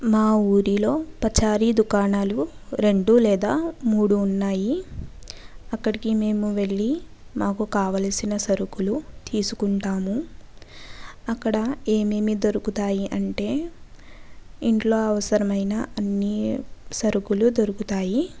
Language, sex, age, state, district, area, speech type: Telugu, female, 45-60, Andhra Pradesh, East Godavari, rural, spontaneous